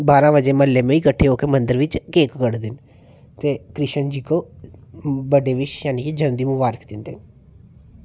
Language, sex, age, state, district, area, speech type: Dogri, male, 30-45, Jammu and Kashmir, Reasi, rural, spontaneous